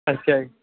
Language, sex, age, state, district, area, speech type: Punjabi, male, 18-30, Punjab, Patiala, rural, conversation